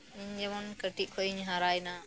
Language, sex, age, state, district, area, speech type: Santali, female, 30-45, West Bengal, Birbhum, rural, spontaneous